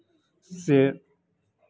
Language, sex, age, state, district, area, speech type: Hindi, male, 60+, Bihar, Madhepura, rural, spontaneous